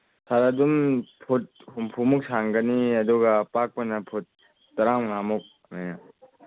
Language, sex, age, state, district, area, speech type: Manipuri, male, 18-30, Manipur, Churachandpur, rural, conversation